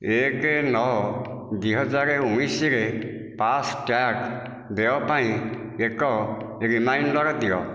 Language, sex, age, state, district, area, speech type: Odia, male, 60+, Odisha, Nayagarh, rural, read